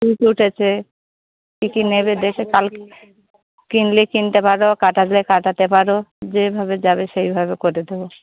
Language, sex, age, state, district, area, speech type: Bengali, female, 30-45, West Bengal, Darjeeling, urban, conversation